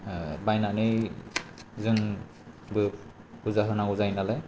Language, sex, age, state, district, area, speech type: Bodo, male, 30-45, Assam, Kokrajhar, urban, spontaneous